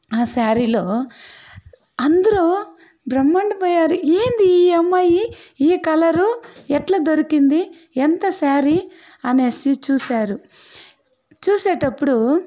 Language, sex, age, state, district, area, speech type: Telugu, female, 45-60, Andhra Pradesh, Sri Balaji, rural, spontaneous